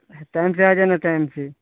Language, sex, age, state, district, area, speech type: Hindi, male, 45-60, Uttar Pradesh, Prayagraj, rural, conversation